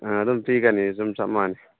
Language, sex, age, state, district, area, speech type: Manipuri, male, 45-60, Manipur, Churachandpur, rural, conversation